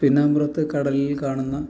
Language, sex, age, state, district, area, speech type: Malayalam, male, 18-30, Kerala, Thiruvananthapuram, rural, spontaneous